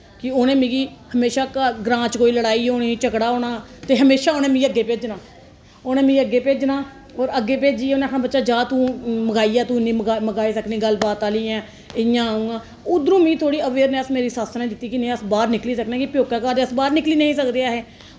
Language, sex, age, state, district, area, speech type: Dogri, female, 30-45, Jammu and Kashmir, Reasi, urban, spontaneous